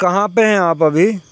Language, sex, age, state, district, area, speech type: Urdu, male, 30-45, Uttar Pradesh, Saharanpur, urban, spontaneous